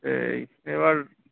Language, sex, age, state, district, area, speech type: Bengali, male, 30-45, West Bengal, Kolkata, urban, conversation